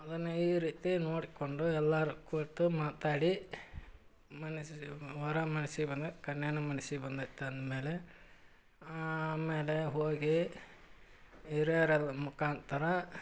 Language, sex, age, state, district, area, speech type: Kannada, male, 45-60, Karnataka, Gadag, rural, spontaneous